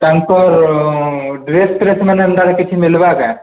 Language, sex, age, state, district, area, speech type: Odia, male, 45-60, Odisha, Nuapada, urban, conversation